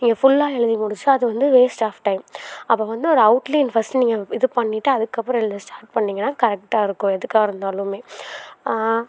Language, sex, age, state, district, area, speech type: Tamil, female, 18-30, Tamil Nadu, Karur, rural, spontaneous